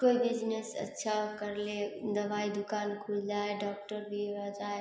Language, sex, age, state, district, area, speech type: Hindi, female, 18-30, Bihar, Samastipur, rural, spontaneous